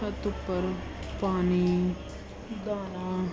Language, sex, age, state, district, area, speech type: Punjabi, female, 30-45, Punjab, Jalandhar, urban, spontaneous